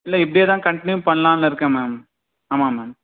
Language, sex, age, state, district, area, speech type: Tamil, male, 18-30, Tamil Nadu, Dharmapuri, rural, conversation